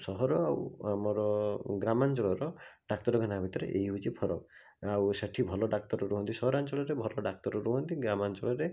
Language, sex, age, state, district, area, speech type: Odia, male, 18-30, Odisha, Bhadrak, rural, spontaneous